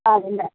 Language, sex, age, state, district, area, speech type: Malayalam, female, 18-30, Kerala, Ernakulam, rural, conversation